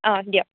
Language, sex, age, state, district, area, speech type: Assamese, female, 18-30, Assam, Kamrup Metropolitan, urban, conversation